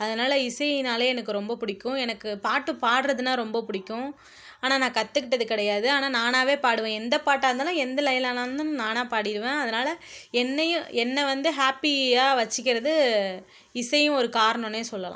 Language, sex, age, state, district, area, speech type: Tamil, female, 18-30, Tamil Nadu, Perambalur, urban, spontaneous